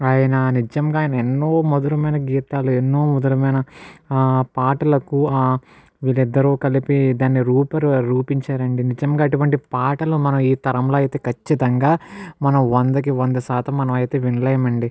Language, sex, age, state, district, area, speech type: Telugu, male, 60+, Andhra Pradesh, Kakinada, urban, spontaneous